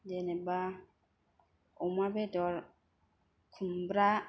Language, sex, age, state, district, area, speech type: Bodo, female, 18-30, Assam, Kokrajhar, urban, spontaneous